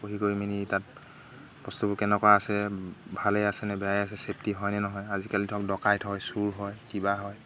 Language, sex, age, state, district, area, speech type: Assamese, male, 30-45, Assam, Golaghat, rural, spontaneous